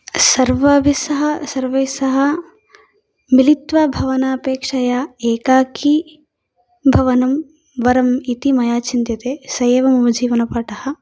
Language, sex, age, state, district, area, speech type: Sanskrit, female, 18-30, Tamil Nadu, Coimbatore, urban, spontaneous